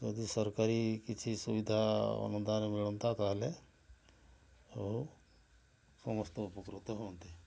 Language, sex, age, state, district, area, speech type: Odia, male, 60+, Odisha, Mayurbhanj, rural, spontaneous